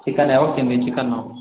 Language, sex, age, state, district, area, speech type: Kannada, male, 60+, Karnataka, Kolar, rural, conversation